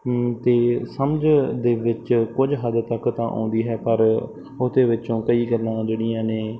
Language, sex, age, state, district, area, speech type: Punjabi, male, 18-30, Punjab, Bathinda, rural, spontaneous